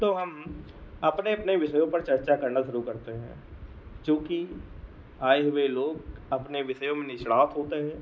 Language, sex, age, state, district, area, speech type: Hindi, male, 45-60, Uttar Pradesh, Lucknow, rural, spontaneous